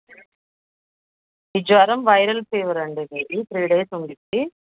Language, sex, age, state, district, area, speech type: Telugu, female, 45-60, Andhra Pradesh, Bapatla, rural, conversation